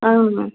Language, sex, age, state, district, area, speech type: Kashmiri, female, 18-30, Jammu and Kashmir, Kupwara, rural, conversation